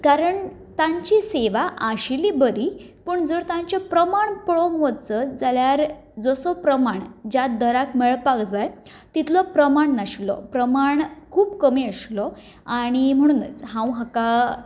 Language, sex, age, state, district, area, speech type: Goan Konkani, female, 30-45, Goa, Ponda, rural, spontaneous